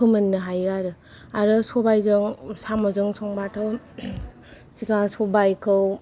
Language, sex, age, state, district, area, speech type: Bodo, female, 45-60, Assam, Kokrajhar, urban, spontaneous